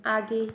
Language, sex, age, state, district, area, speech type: Hindi, female, 45-60, Uttar Pradesh, Mau, urban, read